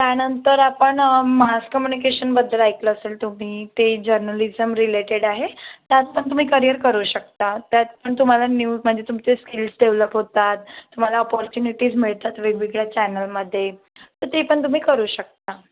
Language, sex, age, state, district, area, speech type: Marathi, female, 18-30, Maharashtra, Akola, urban, conversation